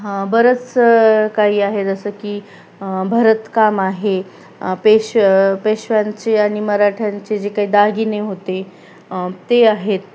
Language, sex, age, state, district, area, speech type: Marathi, female, 30-45, Maharashtra, Nanded, rural, spontaneous